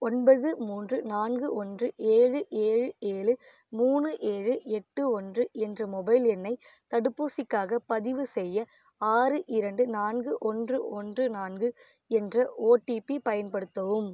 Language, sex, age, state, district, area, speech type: Tamil, female, 18-30, Tamil Nadu, Dharmapuri, rural, read